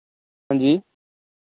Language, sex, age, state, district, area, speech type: Dogri, male, 18-30, Jammu and Kashmir, Kathua, rural, conversation